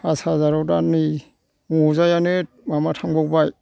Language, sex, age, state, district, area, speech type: Bodo, male, 60+, Assam, Kokrajhar, urban, spontaneous